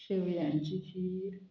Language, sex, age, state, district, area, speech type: Goan Konkani, female, 45-60, Goa, Murmgao, rural, spontaneous